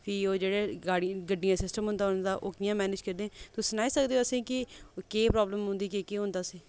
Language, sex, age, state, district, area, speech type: Dogri, male, 18-30, Jammu and Kashmir, Reasi, rural, spontaneous